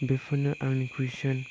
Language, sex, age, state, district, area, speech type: Bodo, male, 18-30, Assam, Chirang, rural, spontaneous